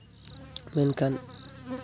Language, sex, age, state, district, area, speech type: Santali, male, 18-30, West Bengal, Purulia, rural, spontaneous